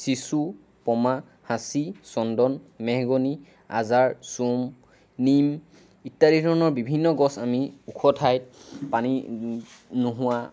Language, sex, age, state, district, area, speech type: Assamese, male, 18-30, Assam, Lakhimpur, rural, spontaneous